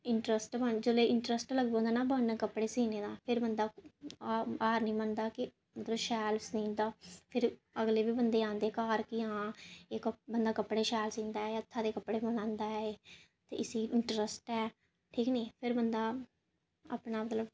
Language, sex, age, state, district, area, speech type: Dogri, female, 18-30, Jammu and Kashmir, Samba, rural, spontaneous